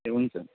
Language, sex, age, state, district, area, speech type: Nepali, male, 30-45, West Bengal, Kalimpong, rural, conversation